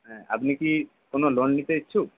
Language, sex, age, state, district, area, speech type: Bengali, male, 45-60, West Bengal, Purba Medinipur, rural, conversation